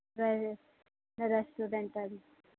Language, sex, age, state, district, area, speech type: Punjabi, female, 45-60, Punjab, Mohali, rural, conversation